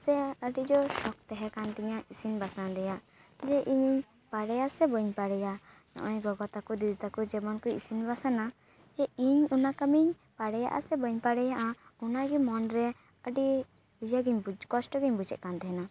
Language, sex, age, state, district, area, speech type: Santali, female, 18-30, West Bengal, Purba Bardhaman, rural, spontaneous